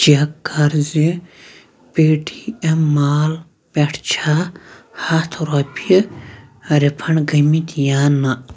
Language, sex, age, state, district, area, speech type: Kashmiri, male, 18-30, Jammu and Kashmir, Kulgam, rural, read